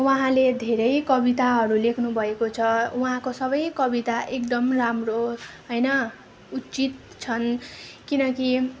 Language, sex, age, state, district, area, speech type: Nepali, female, 18-30, West Bengal, Darjeeling, rural, spontaneous